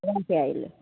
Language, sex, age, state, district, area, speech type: Nepali, female, 30-45, West Bengal, Alipurduar, urban, conversation